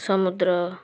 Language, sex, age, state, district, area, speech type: Odia, female, 18-30, Odisha, Balasore, rural, spontaneous